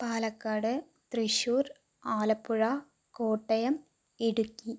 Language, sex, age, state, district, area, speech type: Malayalam, female, 18-30, Kerala, Palakkad, urban, spontaneous